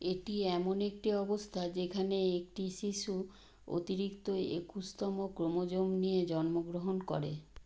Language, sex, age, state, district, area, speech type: Bengali, female, 60+, West Bengal, Purba Medinipur, rural, read